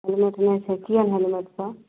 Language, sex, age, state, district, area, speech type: Maithili, female, 18-30, Bihar, Madhepura, rural, conversation